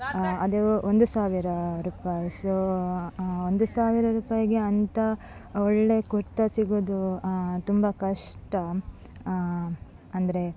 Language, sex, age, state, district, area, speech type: Kannada, female, 18-30, Karnataka, Dakshina Kannada, rural, spontaneous